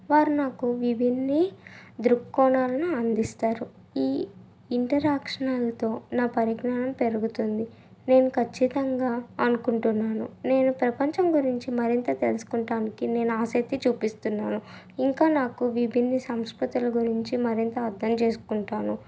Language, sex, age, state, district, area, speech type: Telugu, female, 18-30, Andhra Pradesh, N T Rama Rao, urban, spontaneous